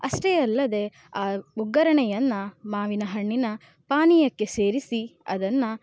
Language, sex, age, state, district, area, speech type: Kannada, female, 18-30, Karnataka, Uttara Kannada, rural, spontaneous